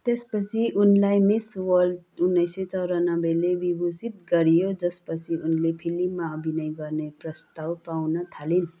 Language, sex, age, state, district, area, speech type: Nepali, female, 30-45, West Bengal, Kalimpong, rural, read